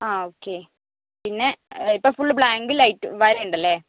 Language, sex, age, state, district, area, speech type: Malayalam, female, 45-60, Kerala, Kozhikode, urban, conversation